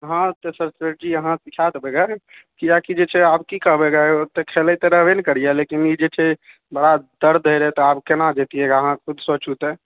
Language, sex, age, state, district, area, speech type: Maithili, male, 30-45, Bihar, Purnia, rural, conversation